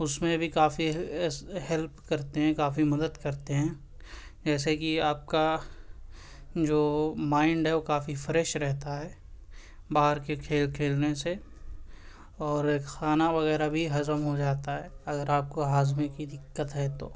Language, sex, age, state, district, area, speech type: Urdu, male, 18-30, Uttar Pradesh, Siddharthnagar, rural, spontaneous